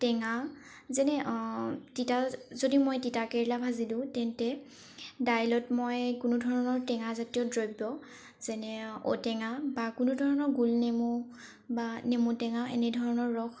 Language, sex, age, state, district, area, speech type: Assamese, female, 18-30, Assam, Tinsukia, urban, spontaneous